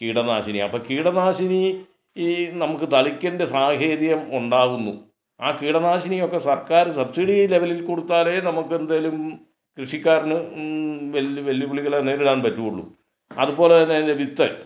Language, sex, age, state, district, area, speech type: Malayalam, male, 60+, Kerala, Kottayam, rural, spontaneous